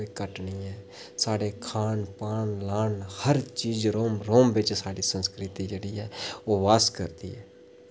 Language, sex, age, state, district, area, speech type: Dogri, male, 18-30, Jammu and Kashmir, Udhampur, rural, spontaneous